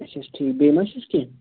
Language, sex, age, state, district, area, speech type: Kashmiri, male, 30-45, Jammu and Kashmir, Budgam, rural, conversation